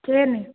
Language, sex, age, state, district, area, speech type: Odia, female, 18-30, Odisha, Dhenkanal, rural, conversation